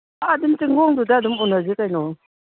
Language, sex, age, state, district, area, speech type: Manipuri, female, 60+, Manipur, Imphal East, rural, conversation